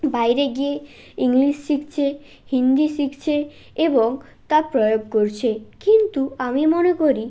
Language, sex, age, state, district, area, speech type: Bengali, male, 18-30, West Bengal, Jalpaiguri, rural, spontaneous